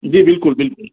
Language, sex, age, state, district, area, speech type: Hindi, male, 18-30, Bihar, Begusarai, rural, conversation